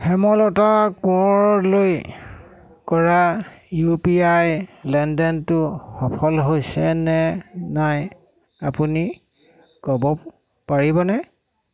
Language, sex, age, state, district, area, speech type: Assamese, male, 60+, Assam, Golaghat, rural, read